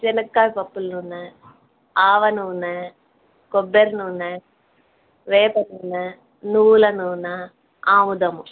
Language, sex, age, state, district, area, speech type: Telugu, female, 30-45, Andhra Pradesh, Kadapa, urban, conversation